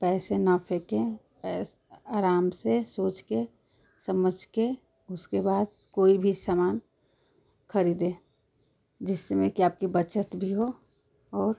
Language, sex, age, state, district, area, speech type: Hindi, female, 30-45, Uttar Pradesh, Ghazipur, urban, spontaneous